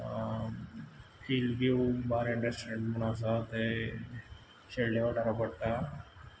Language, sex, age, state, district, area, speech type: Goan Konkani, male, 18-30, Goa, Quepem, urban, spontaneous